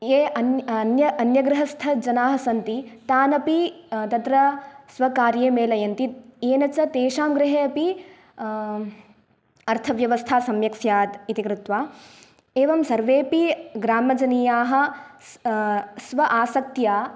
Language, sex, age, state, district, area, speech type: Sanskrit, female, 18-30, Kerala, Kasaragod, rural, spontaneous